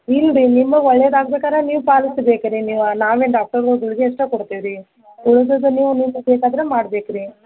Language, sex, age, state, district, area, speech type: Kannada, female, 60+, Karnataka, Belgaum, rural, conversation